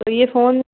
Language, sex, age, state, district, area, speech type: Hindi, female, 30-45, Madhya Pradesh, Gwalior, urban, conversation